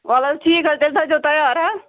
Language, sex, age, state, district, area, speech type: Kashmiri, female, 18-30, Jammu and Kashmir, Budgam, rural, conversation